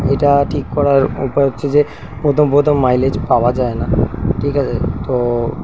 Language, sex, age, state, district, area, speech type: Bengali, male, 30-45, West Bengal, Kolkata, urban, spontaneous